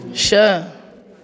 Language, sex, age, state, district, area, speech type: Sindhi, female, 45-60, Gujarat, Junagadh, rural, read